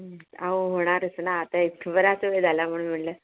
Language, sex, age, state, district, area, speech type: Marathi, female, 45-60, Maharashtra, Kolhapur, urban, conversation